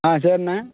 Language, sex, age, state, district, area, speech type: Tamil, male, 18-30, Tamil Nadu, Madurai, rural, conversation